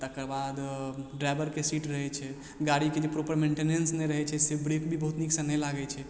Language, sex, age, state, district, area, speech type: Maithili, male, 30-45, Bihar, Supaul, urban, spontaneous